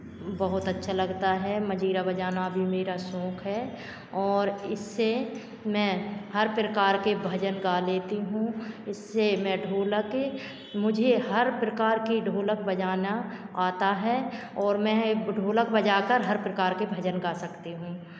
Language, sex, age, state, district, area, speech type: Hindi, female, 45-60, Madhya Pradesh, Hoshangabad, urban, spontaneous